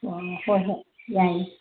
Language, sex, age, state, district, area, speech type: Manipuri, female, 60+, Manipur, Kangpokpi, urban, conversation